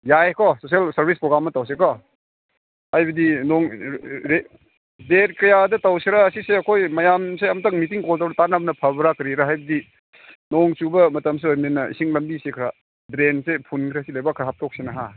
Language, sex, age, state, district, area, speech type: Manipuri, male, 45-60, Manipur, Ukhrul, rural, conversation